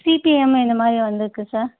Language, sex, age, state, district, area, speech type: Tamil, female, 18-30, Tamil Nadu, Tirupattur, rural, conversation